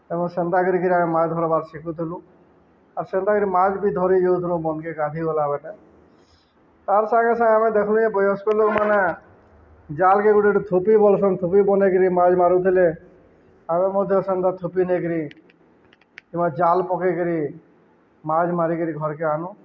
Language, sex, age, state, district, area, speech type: Odia, male, 30-45, Odisha, Balangir, urban, spontaneous